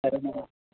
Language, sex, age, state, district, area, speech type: Telugu, male, 30-45, Andhra Pradesh, West Godavari, rural, conversation